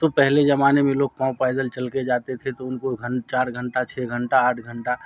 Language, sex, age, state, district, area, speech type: Hindi, male, 60+, Bihar, Darbhanga, urban, spontaneous